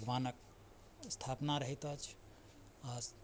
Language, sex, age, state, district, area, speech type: Maithili, male, 45-60, Bihar, Madhubani, rural, spontaneous